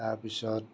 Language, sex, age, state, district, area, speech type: Assamese, male, 60+, Assam, Kamrup Metropolitan, urban, spontaneous